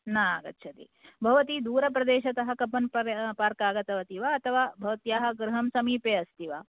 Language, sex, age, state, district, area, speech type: Sanskrit, female, 30-45, Karnataka, Udupi, urban, conversation